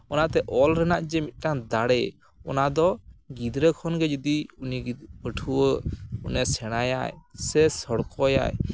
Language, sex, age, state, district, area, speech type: Santali, male, 30-45, West Bengal, Jhargram, rural, spontaneous